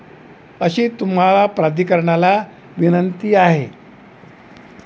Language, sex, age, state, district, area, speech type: Marathi, male, 60+, Maharashtra, Wardha, urban, spontaneous